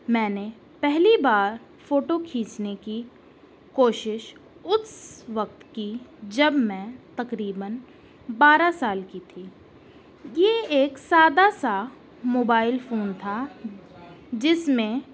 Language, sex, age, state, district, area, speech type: Urdu, female, 18-30, Uttar Pradesh, Balrampur, rural, spontaneous